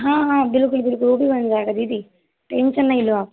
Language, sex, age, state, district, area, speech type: Hindi, female, 45-60, Madhya Pradesh, Balaghat, rural, conversation